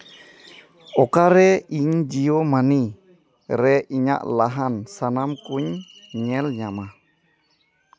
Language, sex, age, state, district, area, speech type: Santali, male, 30-45, West Bengal, Malda, rural, read